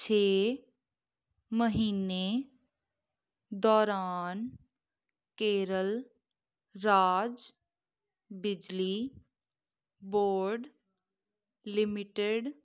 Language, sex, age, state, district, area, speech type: Punjabi, female, 18-30, Punjab, Muktsar, urban, read